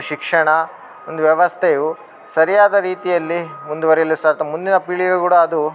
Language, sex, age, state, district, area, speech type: Kannada, male, 18-30, Karnataka, Bellary, rural, spontaneous